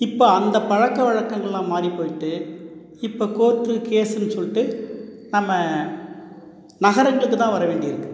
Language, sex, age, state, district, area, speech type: Tamil, male, 45-60, Tamil Nadu, Cuddalore, urban, spontaneous